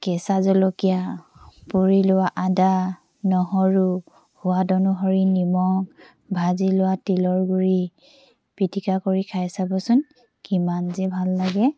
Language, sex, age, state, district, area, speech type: Assamese, female, 18-30, Assam, Tinsukia, urban, spontaneous